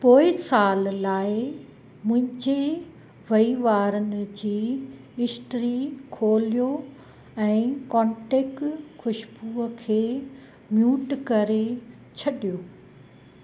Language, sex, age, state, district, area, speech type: Sindhi, female, 45-60, Gujarat, Kutch, rural, read